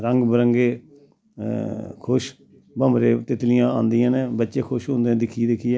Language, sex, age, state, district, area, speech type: Dogri, male, 60+, Jammu and Kashmir, Samba, rural, spontaneous